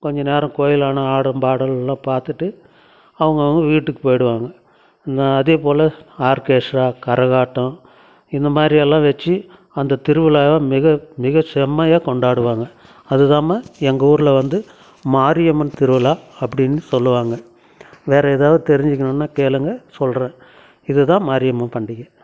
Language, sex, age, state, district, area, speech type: Tamil, male, 60+, Tamil Nadu, Krishnagiri, rural, spontaneous